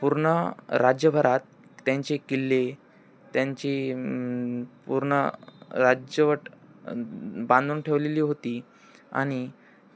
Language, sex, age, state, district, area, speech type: Marathi, male, 18-30, Maharashtra, Nanded, urban, spontaneous